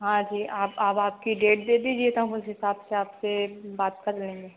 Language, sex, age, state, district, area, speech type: Hindi, female, 18-30, Madhya Pradesh, Harda, urban, conversation